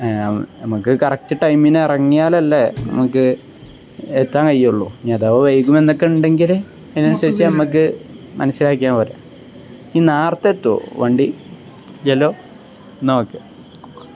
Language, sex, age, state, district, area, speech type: Malayalam, male, 18-30, Kerala, Kozhikode, rural, spontaneous